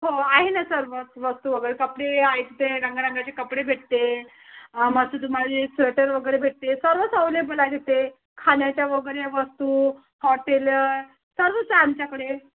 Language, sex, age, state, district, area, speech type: Marathi, female, 30-45, Maharashtra, Thane, urban, conversation